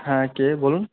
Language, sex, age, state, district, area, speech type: Bengali, male, 18-30, West Bengal, Murshidabad, urban, conversation